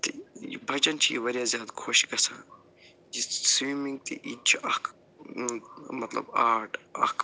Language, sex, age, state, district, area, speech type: Kashmiri, male, 45-60, Jammu and Kashmir, Budgam, urban, spontaneous